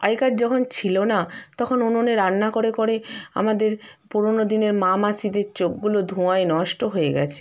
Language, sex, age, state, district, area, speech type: Bengali, female, 60+, West Bengal, Purba Medinipur, rural, spontaneous